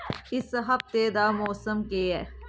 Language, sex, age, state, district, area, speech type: Dogri, female, 18-30, Jammu and Kashmir, Kathua, rural, read